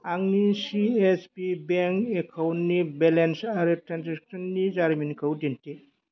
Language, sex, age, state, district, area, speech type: Bodo, male, 45-60, Assam, Chirang, urban, read